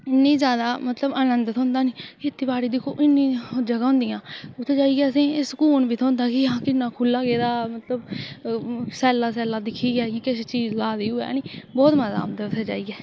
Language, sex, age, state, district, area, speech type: Dogri, female, 18-30, Jammu and Kashmir, Udhampur, rural, spontaneous